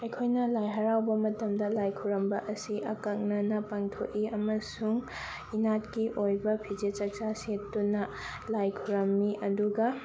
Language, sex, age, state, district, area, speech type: Manipuri, female, 18-30, Manipur, Thoubal, rural, spontaneous